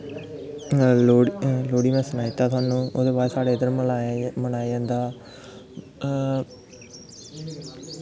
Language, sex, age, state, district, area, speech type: Dogri, male, 18-30, Jammu and Kashmir, Kathua, rural, spontaneous